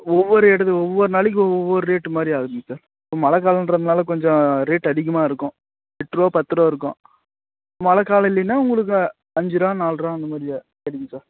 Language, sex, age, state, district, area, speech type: Tamil, male, 18-30, Tamil Nadu, Krishnagiri, rural, conversation